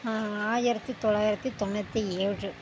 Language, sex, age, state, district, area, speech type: Tamil, female, 30-45, Tamil Nadu, Mayiladuthurai, urban, spontaneous